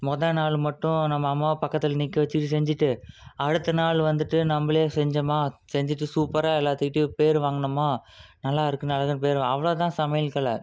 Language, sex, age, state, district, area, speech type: Tamil, male, 18-30, Tamil Nadu, Salem, urban, spontaneous